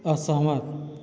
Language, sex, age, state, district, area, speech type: Hindi, male, 45-60, Uttar Pradesh, Azamgarh, rural, read